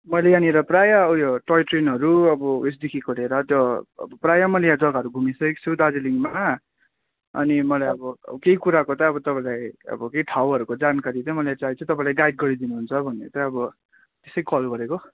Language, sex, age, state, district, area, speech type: Nepali, male, 18-30, West Bengal, Darjeeling, rural, conversation